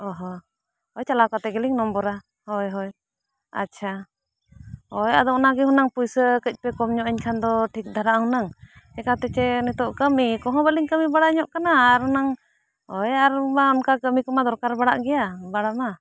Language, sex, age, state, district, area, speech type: Santali, female, 45-60, Jharkhand, Bokaro, rural, spontaneous